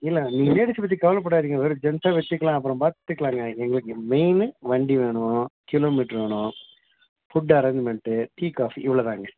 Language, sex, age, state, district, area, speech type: Tamil, male, 60+, Tamil Nadu, Nilgiris, rural, conversation